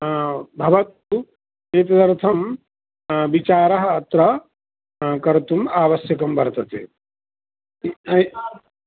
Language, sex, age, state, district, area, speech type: Sanskrit, male, 60+, Bihar, Madhubani, urban, conversation